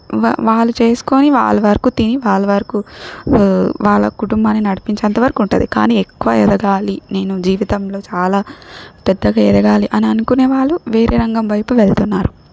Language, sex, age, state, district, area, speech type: Telugu, female, 18-30, Telangana, Siddipet, rural, spontaneous